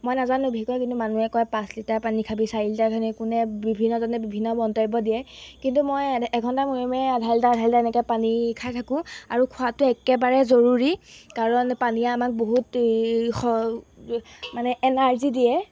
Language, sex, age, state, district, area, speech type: Assamese, female, 18-30, Assam, Golaghat, rural, spontaneous